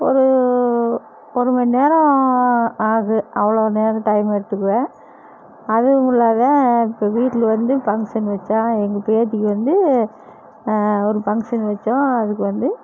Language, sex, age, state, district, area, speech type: Tamil, female, 60+, Tamil Nadu, Erode, urban, spontaneous